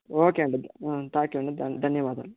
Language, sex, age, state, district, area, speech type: Telugu, male, 18-30, Andhra Pradesh, Chittoor, rural, conversation